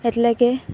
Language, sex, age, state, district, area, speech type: Gujarati, female, 18-30, Gujarat, Narmada, urban, spontaneous